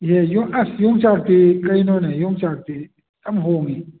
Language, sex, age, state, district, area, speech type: Manipuri, male, 60+, Manipur, Kakching, rural, conversation